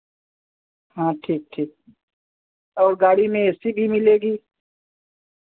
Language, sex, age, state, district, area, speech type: Hindi, female, 60+, Uttar Pradesh, Hardoi, rural, conversation